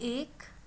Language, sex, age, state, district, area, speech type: Nepali, female, 18-30, West Bengal, Darjeeling, rural, read